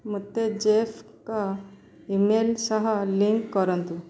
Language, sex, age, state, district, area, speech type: Odia, female, 30-45, Odisha, Jagatsinghpur, rural, read